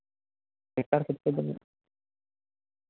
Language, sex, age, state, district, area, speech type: Santali, male, 18-30, West Bengal, Bankura, rural, conversation